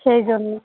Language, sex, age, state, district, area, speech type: Bengali, female, 30-45, West Bengal, Darjeeling, urban, conversation